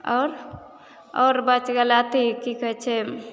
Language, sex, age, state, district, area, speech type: Maithili, female, 45-60, Bihar, Supaul, rural, spontaneous